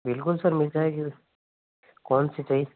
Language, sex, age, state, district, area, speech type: Hindi, male, 18-30, Rajasthan, Nagaur, rural, conversation